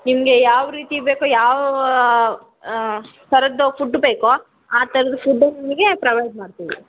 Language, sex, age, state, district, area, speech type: Kannada, female, 30-45, Karnataka, Vijayanagara, rural, conversation